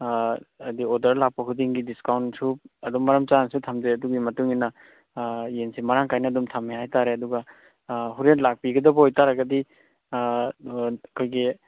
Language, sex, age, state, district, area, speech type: Manipuri, male, 30-45, Manipur, Kakching, rural, conversation